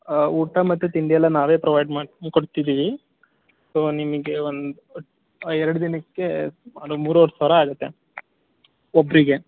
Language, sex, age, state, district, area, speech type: Kannada, male, 45-60, Karnataka, Tumkur, rural, conversation